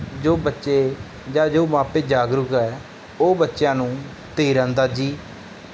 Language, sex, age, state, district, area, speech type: Punjabi, male, 18-30, Punjab, Bathinda, rural, spontaneous